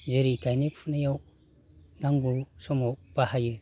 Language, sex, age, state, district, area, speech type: Bodo, male, 45-60, Assam, Baksa, rural, spontaneous